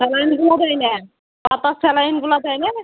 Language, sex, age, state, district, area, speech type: Bengali, female, 18-30, West Bengal, Murshidabad, rural, conversation